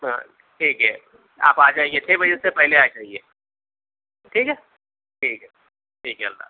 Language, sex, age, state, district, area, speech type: Urdu, male, 45-60, Telangana, Hyderabad, urban, conversation